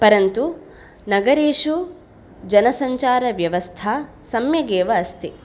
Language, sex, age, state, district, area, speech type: Sanskrit, female, 18-30, Karnataka, Udupi, urban, spontaneous